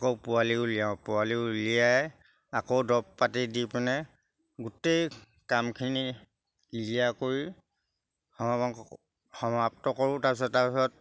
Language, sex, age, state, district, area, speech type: Assamese, male, 60+, Assam, Sivasagar, rural, spontaneous